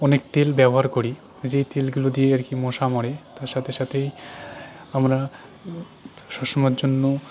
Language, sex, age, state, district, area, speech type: Bengali, male, 18-30, West Bengal, Jalpaiguri, rural, spontaneous